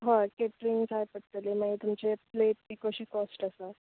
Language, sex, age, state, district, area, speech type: Goan Konkani, female, 18-30, Goa, Canacona, rural, conversation